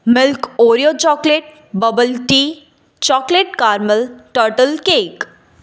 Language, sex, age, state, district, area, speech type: Sindhi, female, 18-30, Gujarat, Kutch, urban, spontaneous